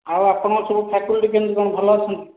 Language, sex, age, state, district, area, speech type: Odia, male, 45-60, Odisha, Khordha, rural, conversation